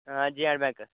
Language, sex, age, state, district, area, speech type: Dogri, male, 18-30, Jammu and Kashmir, Udhampur, urban, conversation